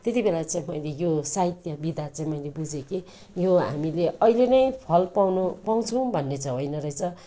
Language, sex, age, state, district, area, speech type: Nepali, female, 30-45, West Bengal, Darjeeling, rural, spontaneous